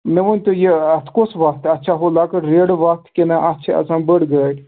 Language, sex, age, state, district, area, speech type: Kashmiri, male, 30-45, Jammu and Kashmir, Ganderbal, rural, conversation